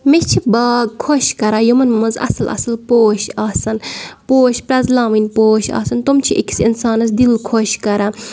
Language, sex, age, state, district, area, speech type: Kashmiri, female, 30-45, Jammu and Kashmir, Bandipora, rural, spontaneous